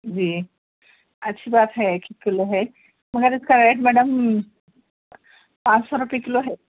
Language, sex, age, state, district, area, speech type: Urdu, other, 60+, Telangana, Hyderabad, urban, conversation